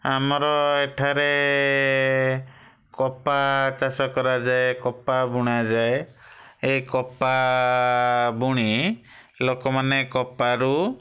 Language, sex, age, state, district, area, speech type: Odia, male, 30-45, Odisha, Kalahandi, rural, spontaneous